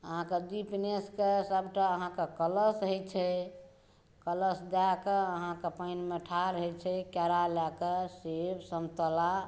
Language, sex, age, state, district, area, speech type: Maithili, female, 60+, Bihar, Saharsa, rural, spontaneous